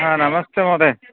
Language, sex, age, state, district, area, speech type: Sanskrit, male, 45-60, Karnataka, Vijayanagara, rural, conversation